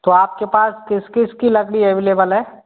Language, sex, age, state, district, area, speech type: Hindi, male, 18-30, Rajasthan, Bharatpur, rural, conversation